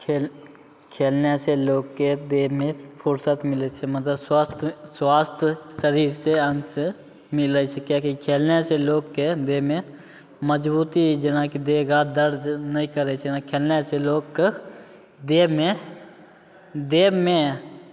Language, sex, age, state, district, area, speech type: Maithili, male, 18-30, Bihar, Begusarai, urban, spontaneous